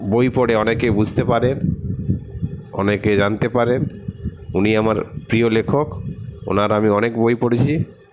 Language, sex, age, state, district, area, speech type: Bengali, male, 45-60, West Bengal, Paschim Bardhaman, urban, spontaneous